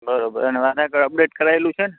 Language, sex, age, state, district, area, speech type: Gujarati, male, 18-30, Gujarat, Morbi, rural, conversation